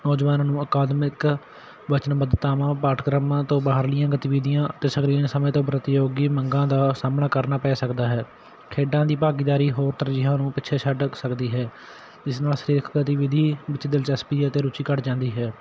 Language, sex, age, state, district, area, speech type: Punjabi, male, 18-30, Punjab, Patiala, urban, spontaneous